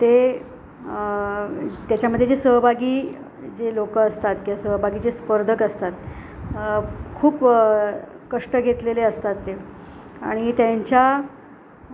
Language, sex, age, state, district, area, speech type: Marathi, female, 45-60, Maharashtra, Ratnagiri, rural, spontaneous